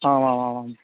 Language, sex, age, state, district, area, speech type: Sanskrit, male, 18-30, Maharashtra, Beed, urban, conversation